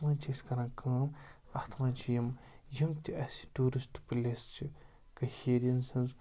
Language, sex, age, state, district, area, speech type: Kashmiri, male, 30-45, Jammu and Kashmir, Srinagar, urban, spontaneous